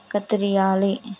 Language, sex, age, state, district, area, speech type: Telugu, female, 30-45, Telangana, Hanamkonda, rural, spontaneous